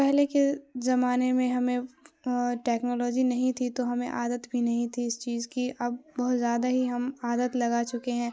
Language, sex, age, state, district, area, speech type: Urdu, female, 18-30, Bihar, Khagaria, rural, spontaneous